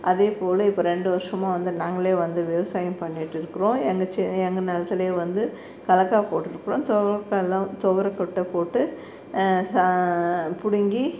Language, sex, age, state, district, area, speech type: Tamil, female, 45-60, Tamil Nadu, Tirupattur, rural, spontaneous